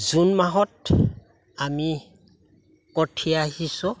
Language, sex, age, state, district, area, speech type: Assamese, male, 60+, Assam, Udalguri, rural, spontaneous